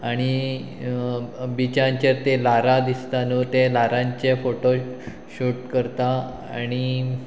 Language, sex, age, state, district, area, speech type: Goan Konkani, male, 30-45, Goa, Pernem, rural, spontaneous